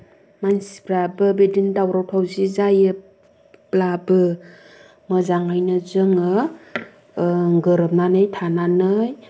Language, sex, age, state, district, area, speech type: Bodo, female, 30-45, Assam, Kokrajhar, urban, spontaneous